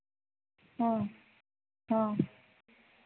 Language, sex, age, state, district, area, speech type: Hindi, female, 60+, Uttar Pradesh, Sitapur, rural, conversation